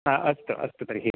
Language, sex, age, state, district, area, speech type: Sanskrit, male, 30-45, Karnataka, Uttara Kannada, rural, conversation